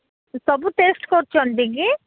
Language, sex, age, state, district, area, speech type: Odia, female, 18-30, Odisha, Koraput, urban, conversation